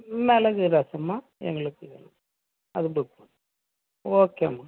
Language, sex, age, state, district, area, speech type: Tamil, male, 60+, Tamil Nadu, Tiruvarur, rural, conversation